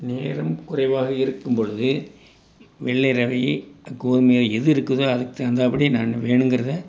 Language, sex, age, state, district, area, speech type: Tamil, male, 60+, Tamil Nadu, Tiruppur, rural, spontaneous